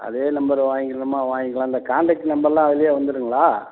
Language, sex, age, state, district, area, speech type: Tamil, male, 60+, Tamil Nadu, Madurai, rural, conversation